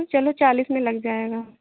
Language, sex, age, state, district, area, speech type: Hindi, female, 45-60, Uttar Pradesh, Hardoi, rural, conversation